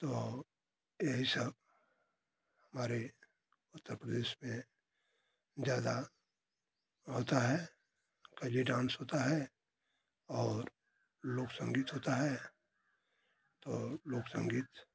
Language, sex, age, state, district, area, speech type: Hindi, male, 60+, Uttar Pradesh, Ghazipur, rural, spontaneous